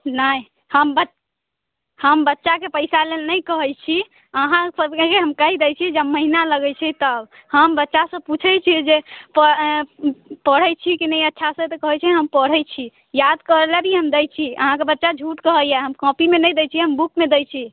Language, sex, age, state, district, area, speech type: Maithili, female, 18-30, Bihar, Muzaffarpur, rural, conversation